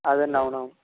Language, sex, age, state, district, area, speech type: Telugu, male, 18-30, Andhra Pradesh, Konaseema, rural, conversation